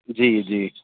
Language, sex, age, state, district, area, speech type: Sindhi, male, 30-45, Gujarat, Kutch, rural, conversation